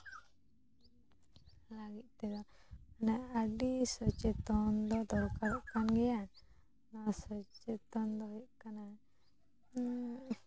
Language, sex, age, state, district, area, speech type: Santali, female, 18-30, West Bengal, Jhargram, rural, spontaneous